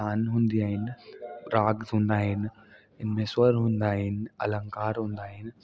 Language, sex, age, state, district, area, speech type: Sindhi, male, 18-30, Delhi, South Delhi, urban, spontaneous